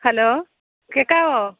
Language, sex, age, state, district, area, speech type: Malayalam, female, 30-45, Kerala, Kollam, rural, conversation